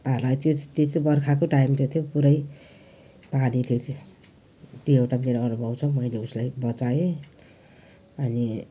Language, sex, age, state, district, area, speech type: Nepali, female, 60+, West Bengal, Jalpaiguri, rural, spontaneous